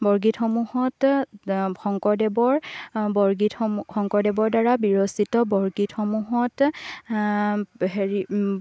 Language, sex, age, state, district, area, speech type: Assamese, female, 18-30, Assam, Lakhimpur, rural, spontaneous